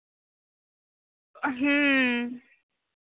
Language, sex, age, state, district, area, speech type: Santali, female, 18-30, West Bengal, Jhargram, rural, conversation